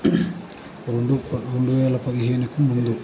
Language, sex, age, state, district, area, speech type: Telugu, male, 18-30, Andhra Pradesh, Guntur, urban, spontaneous